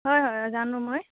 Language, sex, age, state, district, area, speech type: Assamese, female, 60+, Assam, Darrang, rural, conversation